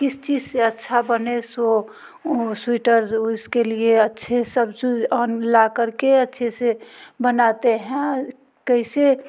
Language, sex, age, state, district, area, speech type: Hindi, female, 45-60, Bihar, Muzaffarpur, rural, spontaneous